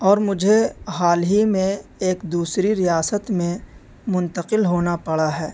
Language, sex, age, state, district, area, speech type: Urdu, male, 18-30, Delhi, North East Delhi, rural, spontaneous